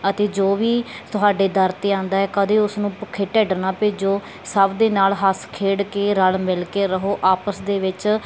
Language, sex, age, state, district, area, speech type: Punjabi, female, 30-45, Punjab, Bathinda, rural, spontaneous